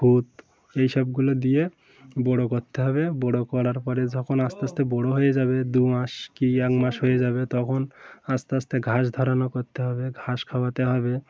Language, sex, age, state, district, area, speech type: Bengali, male, 18-30, West Bengal, Uttar Dinajpur, urban, spontaneous